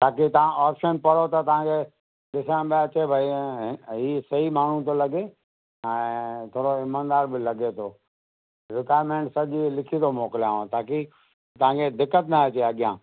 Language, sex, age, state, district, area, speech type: Sindhi, male, 45-60, Gujarat, Kutch, urban, conversation